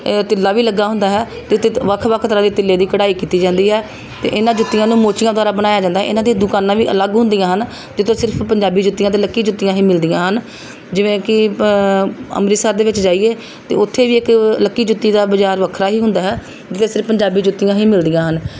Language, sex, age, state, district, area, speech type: Punjabi, female, 45-60, Punjab, Pathankot, rural, spontaneous